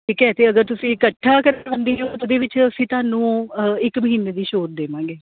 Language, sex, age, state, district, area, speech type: Punjabi, female, 30-45, Punjab, Kapurthala, urban, conversation